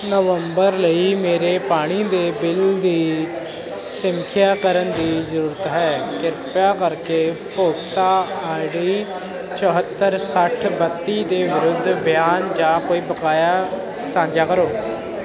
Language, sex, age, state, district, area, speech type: Punjabi, male, 18-30, Punjab, Ludhiana, urban, read